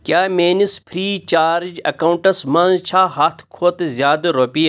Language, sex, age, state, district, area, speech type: Kashmiri, male, 30-45, Jammu and Kashmir, Pulwama, rural, read